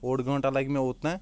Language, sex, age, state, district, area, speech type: Kashmiri, male, 18-30, Jammu and Kashmir, Shopian, rural, spontaneous